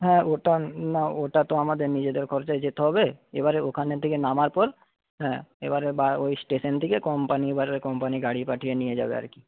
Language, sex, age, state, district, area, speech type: Bengali, male, 30-45, West Bengal, Paschim Medinipur, rural, conversation